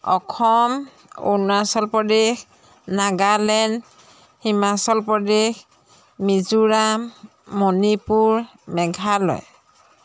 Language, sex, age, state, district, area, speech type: Assamese, female, 45-60, Assam, Jorhat, urban, spontaneous